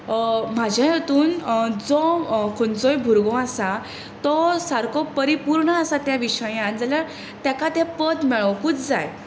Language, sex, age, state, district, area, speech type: Goan Konkani, female, 18-30, Goa, Tiswadi, rural, spontaneous